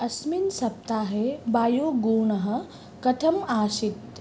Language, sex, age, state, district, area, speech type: Sanskrit, female, 18-30, Assam, Baksa, rural, read